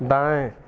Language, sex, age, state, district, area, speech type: Hindi, male, 45-60, Bihar, Madhepura, rural, read